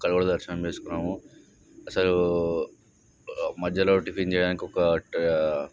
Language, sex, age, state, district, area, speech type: Telugu, male, 18-30, Telangana, Nalgonda, urban, spontaneous